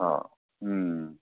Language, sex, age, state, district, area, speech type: Sindhi, male, 45-60, Maharashtra, Thane, urban, conversation